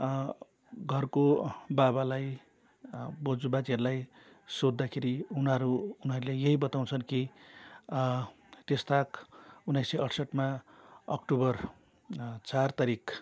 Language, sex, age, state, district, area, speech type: Nepali, male, 45-60, West Bengal, Darjeeling, rural, spontaneous